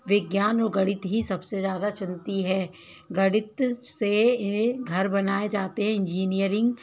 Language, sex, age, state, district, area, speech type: Hindi, female, 30-45, Madhya Pradesh, Bhopal, urban, spontaneous